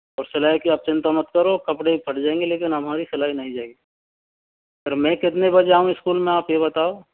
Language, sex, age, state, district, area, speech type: Hindi, male, 45-60, Rajasthan, Karauli, rural, conversation